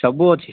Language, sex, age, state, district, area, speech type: Odia, male, 45-60, Odisha, Malkangiri, urban, conversation